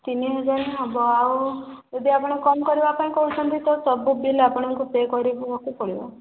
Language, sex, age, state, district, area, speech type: Odia, female, 18-30, Odisha, Subarnapur, urban, conversation